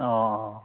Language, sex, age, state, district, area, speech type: Assamese, male, 45-60, Assam, Majuli, urban, conversation